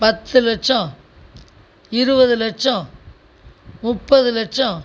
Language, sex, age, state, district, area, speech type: Tamil, female, 60+, Tamil Nadu, Tiruchirappalli, rural, spontaneous